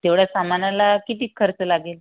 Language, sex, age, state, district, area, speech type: Marathi, female, 30-45, Maharashtra, Nagpur, rural, conversation